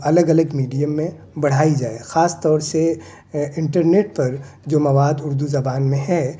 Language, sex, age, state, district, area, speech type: Urdu, male, 30-45, Delhi, South Delhi, urban, spontaneous